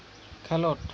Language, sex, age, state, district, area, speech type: Santali, male, 30-45, West Bengal, Malda, rural, read